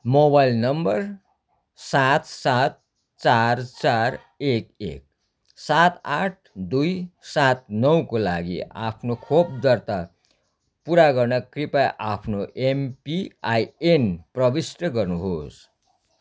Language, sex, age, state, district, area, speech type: Nepali, male, 60+, West Bengal, Darjeeling, rural, read